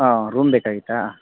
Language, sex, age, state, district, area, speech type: Kannada, male, 18-30, Karnataka, Chamarajanagar, rural, conversation